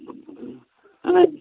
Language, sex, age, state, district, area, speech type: Maithili, female, 45-60, Bihar, Darbhanga, rural, conversation